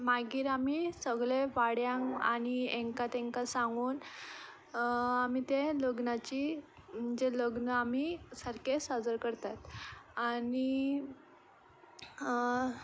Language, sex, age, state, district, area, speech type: Goan Konkani, female, 18-30, Goa, Ponda, rural, spontaneous